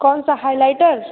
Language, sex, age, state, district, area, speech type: Hindi, female, 18-30, Bihar, Muzaffarpur, urban, conversation